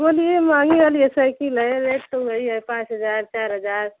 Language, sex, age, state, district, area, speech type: Hindi, female, 60+, Uttar Pradesh, Mau, rural, conversation